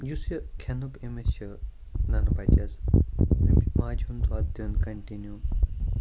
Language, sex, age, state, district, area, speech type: Kashmiri, male, 18-30, Jammu and Kashmir, Kupwara, rural, spontaneous